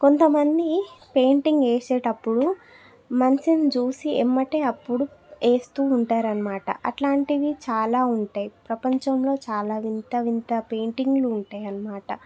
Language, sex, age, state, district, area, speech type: Telugu, female, 18-30, Telangana, Suryapet, urban, spontaneous